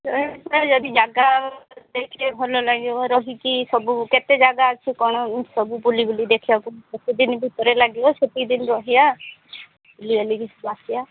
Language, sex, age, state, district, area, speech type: Odia, female, 45-60, Odisha, Angul, rural, conversation